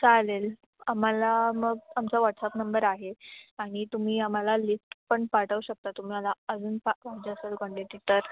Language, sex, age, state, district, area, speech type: Marathi, female, 18-30, Maharashtra, Mumbai Suburban, urban, conversation